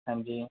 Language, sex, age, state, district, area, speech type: Punjabi, male, 30-45, Punjab, Bathinda, rural, conversation